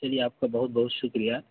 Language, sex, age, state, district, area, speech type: Urdu, male, 18-30, Bihar, Purnia, rural, conversation